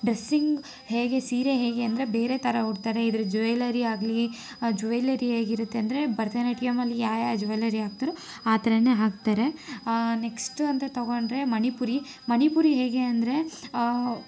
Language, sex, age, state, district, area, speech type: Kannada, female, 18-30, Karnataka, Tumkur, urban, spontaneous